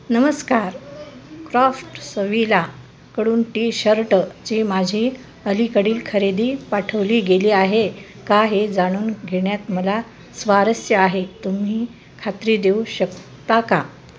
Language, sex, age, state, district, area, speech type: Marathi, female, 60+, Maharashtra, Nanded, rural, read